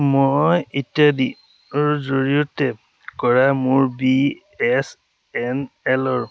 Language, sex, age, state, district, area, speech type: Assamese, male, 30-45, Assam, Dhemaji, rural, read